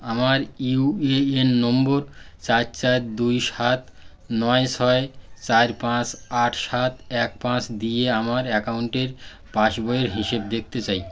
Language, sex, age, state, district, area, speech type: Bengali, male, 30-45, West Bengal, Birbhum, urban, read